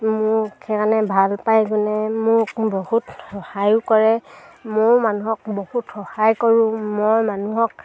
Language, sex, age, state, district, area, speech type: Assamese, female, 18-30, Assam, Sivasagar, rural, spontaneous